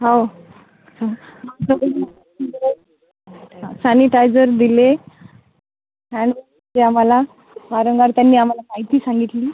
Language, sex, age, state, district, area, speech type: Marathi, female, 30-45, Maharashtra, Akola, rural, conversation